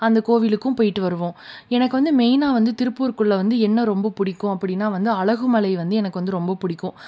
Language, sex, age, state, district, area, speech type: Tamil, female, 18-30, Tamil Nadu, Tiruppur, urban, spontaneous